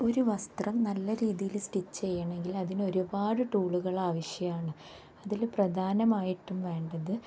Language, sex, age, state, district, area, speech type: Malayalam, female, 30-45, Kerala, Kozhikode, rural, spontaneous